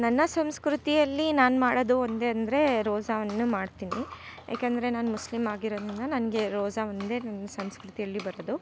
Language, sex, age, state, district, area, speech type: Kannada, female, 18-30, Karnataka, Chikkamagaluru, rural, spontaneous